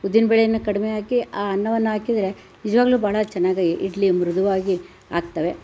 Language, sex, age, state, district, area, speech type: Kannada, female, 60+, Karnataka, Chitradurga, rural, spontaneous